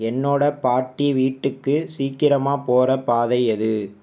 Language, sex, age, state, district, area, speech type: Tamil, male, 30-45, Tamil Nadu, Pudukkottai, rural, read